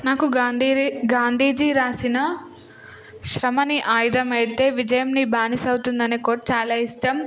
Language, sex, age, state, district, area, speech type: Telugu, female, 18-30, Telangana, Hyderabad, urban, spontaneous